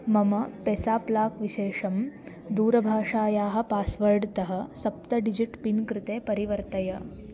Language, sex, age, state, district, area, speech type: Sanskrit, female, 18-30, Maharashtra, Washim, urban, read